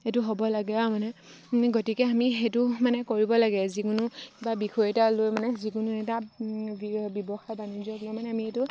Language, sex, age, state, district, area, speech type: Assamese, female, 18-30, Assam, Sivasagar, rural, spontaneous